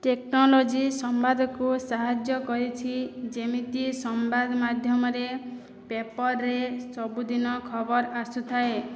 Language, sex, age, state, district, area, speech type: Odia, female, 30-45, Odisha, Boudh, rural, spontaneous